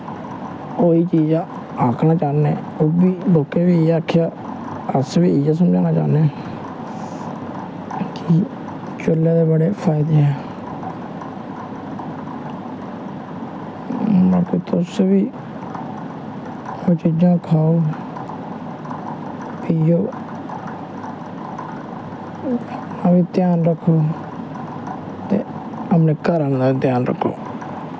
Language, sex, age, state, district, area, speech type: Dogri, male, 18-30, Jammu and Kashmir, Samba, rural, spontaneous